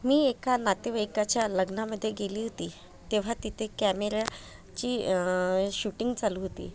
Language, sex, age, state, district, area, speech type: Marathi, female, 30-45, Maharashtra, Amravati, urban, spontaneous